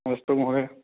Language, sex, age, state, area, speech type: Sanskrit, male, 18-30, Rajasthan, urban, conversation